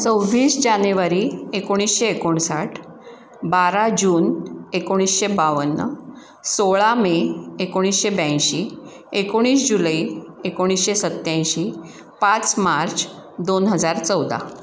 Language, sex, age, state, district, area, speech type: Marathi, female, 60+, Maharashtra, Pune, urban, spontaneous